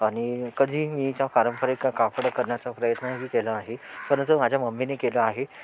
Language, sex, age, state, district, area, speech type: Marathi, male, 18-30, Maharashtra, Thane, urban, spontaneous